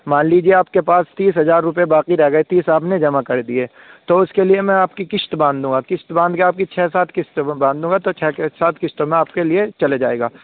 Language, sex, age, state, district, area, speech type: Urdu, male, 18-30, Uttar Pradesh, Saharanpur, urban, conversation